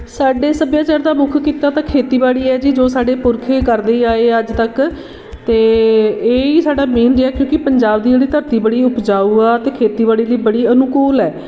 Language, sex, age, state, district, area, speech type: Punjabi, female, 45-60, Punjab, Shaheed Bhagat Singh Nagar, urban, spontaneous